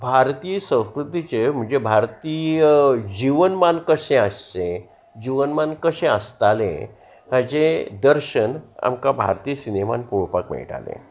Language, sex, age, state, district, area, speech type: Goan Konkani, male, 60+, Goa, Salcete, rural, spontaneous